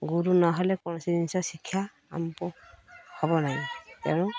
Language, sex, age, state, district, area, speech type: Odia, female, 45-60, Odisha, Malkangiri, urban, spontaneous